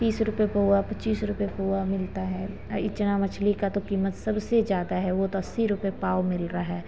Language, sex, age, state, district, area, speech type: Hindi, female, 30-45, Bihar, Begusarai, rural, spontaneous